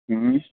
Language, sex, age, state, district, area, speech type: Sindhi, male, 18-30, Gujarat, Kutch, urban, conversation